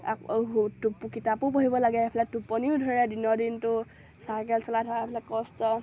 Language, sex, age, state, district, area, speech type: Assamese, female, 18-30, Assam, Sivasagar, rural, spontaneous